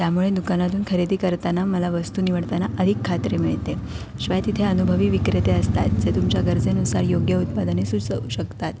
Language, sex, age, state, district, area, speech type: Marathi, female, 18-30, Maharashtra, Ratnagiri, urban, spontaneous